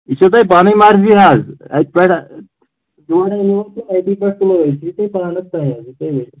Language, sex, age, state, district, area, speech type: Kashmiri, male, 18-30, Jammu and Kashmir, Kulgam, rural, conversation